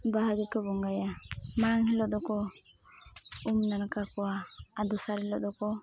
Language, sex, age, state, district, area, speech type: Santali, female, 18-30, Jharkhand, Seraikela Kharsawan, rural, spontaneous